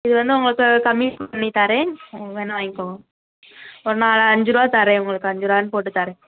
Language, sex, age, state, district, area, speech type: Tamil, female, 18-30, Tamil Nadu, Madurai, urban, conversation